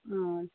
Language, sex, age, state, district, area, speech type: Kannada, female, 30-45, Karnataka, Tumkur, rural, conversation